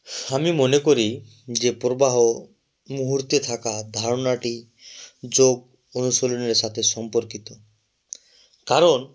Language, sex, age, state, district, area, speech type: Bengali, male, 18-30, West Bengal, Murshidabad, urban, spontaneous